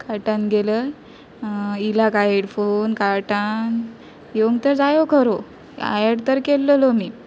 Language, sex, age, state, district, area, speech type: Goan Konkani, female, 18-30, Goa, Pernem, rural, spontaneous